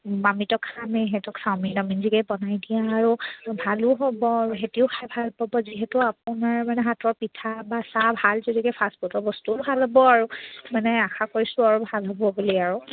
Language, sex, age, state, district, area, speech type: Assamese, female, 30-45, Assam, Charaideo, rural, conversation